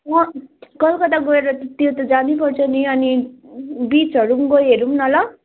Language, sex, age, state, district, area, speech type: Nepali, female, 18-30, West Bengal, Jalpaiguri, urban, conversation